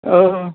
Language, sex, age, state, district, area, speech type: Maithili, male, 45-60, Bihar, Supaul, rural, conversation